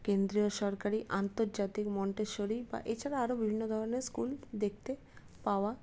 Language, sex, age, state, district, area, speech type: Bengali, female, 30-45, West Bengal, Paschim Bardhaman, urban, spontaneous